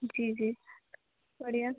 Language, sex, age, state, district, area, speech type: Hindi, female, 18-30, Madhya Pradesh, Narsinghpur, rural, conversation